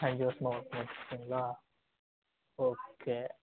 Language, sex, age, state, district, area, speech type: Tamil, male, 18-30, Tamil Nadu, Dharmapuri, rural, conversation